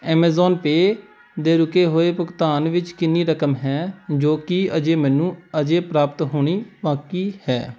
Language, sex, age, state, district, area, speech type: Punjabi, male, 18-30, Punjab, Pathankot, rural, read